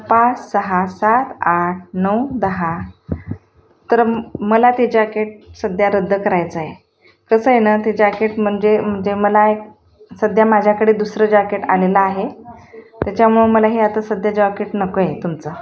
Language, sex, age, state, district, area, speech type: Marathi, female, 45-60, Maharashtra, Osmanabad, rural, spontaneous